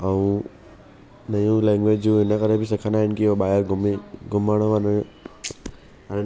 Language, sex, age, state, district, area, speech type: Sindhi, male, 18-30, Maharashtra, Thane, urban, spontaneous